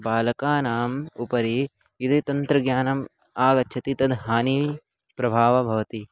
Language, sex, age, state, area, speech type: Sanskrit, male, 18-30, Chhattisgarh, urban, spontaneous